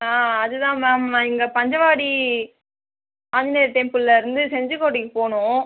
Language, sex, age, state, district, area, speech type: Tamil, female, 30-45, Tamil Nadu, Viluppuram, rural, conversation